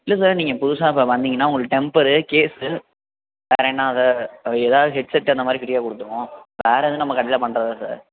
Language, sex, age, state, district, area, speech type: Tamil, male, 18-30, Tamil Nadu, Perambalur, rural, conversation